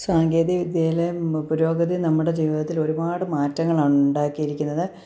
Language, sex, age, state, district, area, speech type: Malayalam, female, 45-60, Kerala, Kottayam, rural, spontaneous